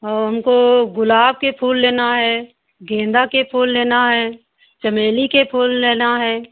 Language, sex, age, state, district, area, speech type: Hindi, female, 60+, Uttar Pradesh, Hardoi, rural, conversation